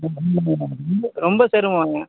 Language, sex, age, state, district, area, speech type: Tamil, male, 60+, Tamil Nadu, Thanjavur, rural, conversation